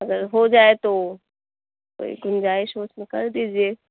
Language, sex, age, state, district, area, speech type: Urdu, female, 18-30, Uttar Pradesh, Mau, urban, conversation